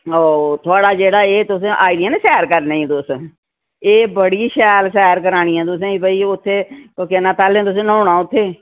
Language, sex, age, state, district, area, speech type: Dogri, female, 60+, Jammu and Kashmir, Reasi, urban, conversation